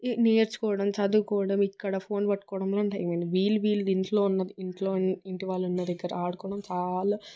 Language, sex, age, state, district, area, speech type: Telugu, female, 18-30, Telangana, Hyderabad, urban, spontaneous